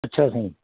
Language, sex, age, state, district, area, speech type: Sindhi, male, 60+, Delhi, South Delhi, rural, conversation